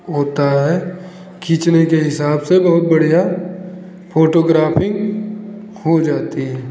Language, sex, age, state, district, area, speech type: Hindi, male, 45-60, Uttar Pradesh, Lucknow, rural, spontaneous